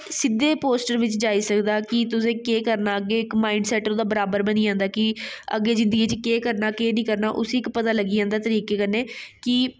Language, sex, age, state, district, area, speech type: Dogri, female, 18-30, Jammu and Kashmir, Jammu, urban, spontaneous